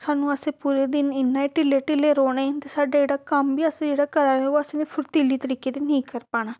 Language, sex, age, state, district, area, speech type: Dogri, female, 18-30, Jammu and Kashmir, Samba, urban, spontaneous